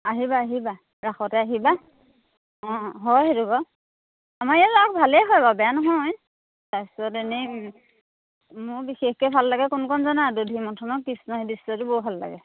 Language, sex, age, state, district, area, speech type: Assamese, female, 30-45, Assam, Majuli, urban, conversation